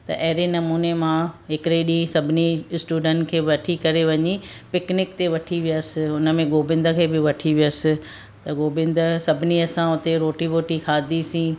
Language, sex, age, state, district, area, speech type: Sindhi, female, 45-60, Maharashtra, Thane, urban, spontaneous